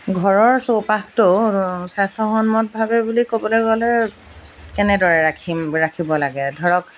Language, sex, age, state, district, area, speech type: Assamese, female, 30-45, Assam, Golaghat, urban, spontaneous